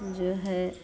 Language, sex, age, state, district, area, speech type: Hindi, female, 45-60, Bihar, Madhepura, rural, spontaneous